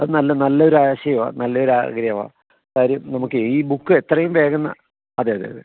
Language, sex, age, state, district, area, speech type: Malayalam, male, 45-60, Kerala, Kottayam, urban, conversation